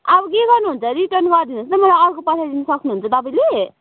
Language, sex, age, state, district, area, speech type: Nepali, female, 18-30, West Bengal, Kalimpong, rural, conversation